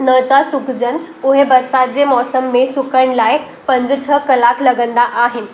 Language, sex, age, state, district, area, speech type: Sindhi, female, 18-30, Maharashtra, Mumbai Suburban, urban, spontaneous